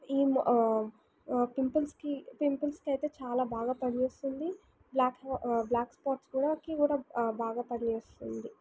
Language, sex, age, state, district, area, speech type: Telugu, female, 18-30, Telangana, Mancherial, rural, spontaneous